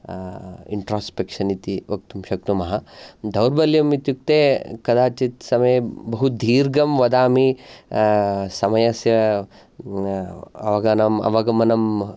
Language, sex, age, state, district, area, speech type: Sanskrit, male, 30-45, Karnataka, Chikkamagaluru, urban, spontaneous